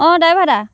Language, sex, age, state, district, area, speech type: Assamese, female, 60+, Assam, Dhemaji, rural, spontaneous